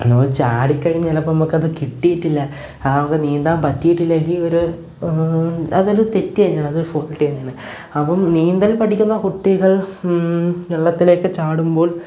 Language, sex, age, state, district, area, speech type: Malayalam, male, 18-30, Kerala, Kollam, rural, spontaneous